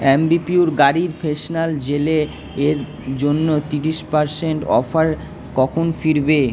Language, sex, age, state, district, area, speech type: Bengali, male, 30-45, West Bengal, Purba Bardhaman, urban, read